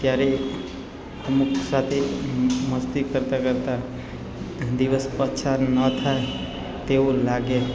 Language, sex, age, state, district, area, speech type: Gujarati, male, 30-45, Gujarat, Narmada, rural, spontaneous